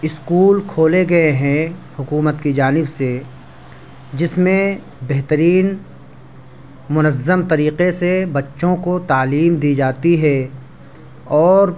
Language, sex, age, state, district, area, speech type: Urdu, male, 18-30, Delhi, South Delhi, rural, spontaneous